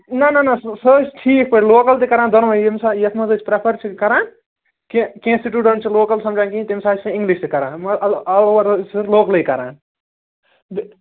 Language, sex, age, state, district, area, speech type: Kashmiri, male, 18-30, Jammu and Kashmir, Srinagar, urban, conversation